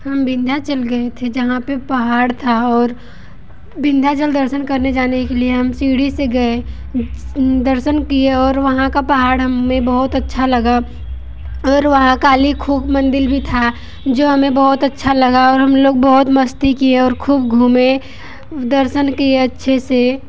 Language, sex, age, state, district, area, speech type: Hindi, female, 18-30, Uttar Pradesh, Mirzapur, rural, spontaneous